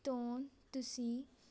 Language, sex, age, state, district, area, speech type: Punjabi, female, 18-30, Punjab, Amritsar, urban, spontaneous